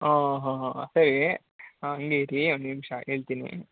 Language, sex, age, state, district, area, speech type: Kannada, male, 18-30, Karnataka, Mysore, urban, conversation